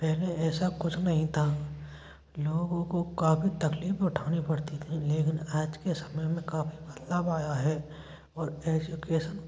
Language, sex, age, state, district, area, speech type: Hindi, male, 18-30, Rajasthan, Bharatpur, rural, spontaneous